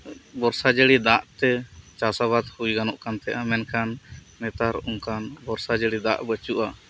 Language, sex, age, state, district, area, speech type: Santali, male, 30-45, West Bengal, Birbhum, rural, spontaneous